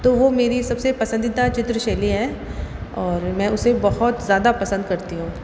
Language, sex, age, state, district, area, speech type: Hindi, female, 18-30, Rajasthan, Jodhpur, urban, spontaneous